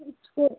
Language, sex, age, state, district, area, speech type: Hindi, female, 18-30, Uttar Pradesh, Mau, rural, conversation